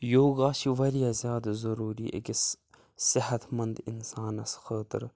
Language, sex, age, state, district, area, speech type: Kashmiri, male, 18-30, Jammu and Kashmir, Budgam, rural, spontaneous